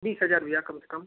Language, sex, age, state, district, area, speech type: Hindi, male, 18-30, Uttar Pradesh, Ghazipur, rural, conversation